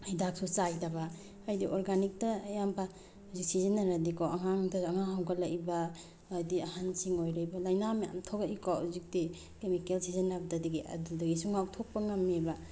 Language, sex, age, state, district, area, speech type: Manipuri, female, 18-30, Manipur, Bishnupur, rural, spontaneous